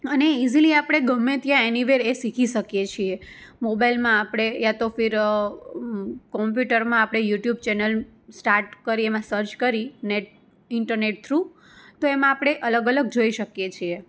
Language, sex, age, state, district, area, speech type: Gujarati, female, 30-45, Gujarat, Rajkot, rural, spontaneous